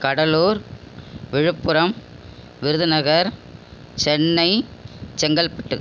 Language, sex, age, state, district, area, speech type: Tamil, female, 60+, Tamil Nadu, Cuddalore, urban, spontaneous